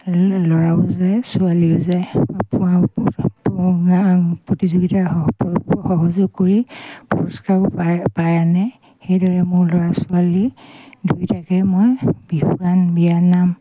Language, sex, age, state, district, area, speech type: Assamese, female, 45-60, Assam, Dibrugarh, rural, spontaneous